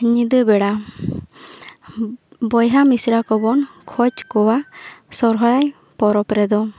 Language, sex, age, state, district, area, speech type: Santali, female, 18-30, West Bengal, Bankura, rural, spontaneous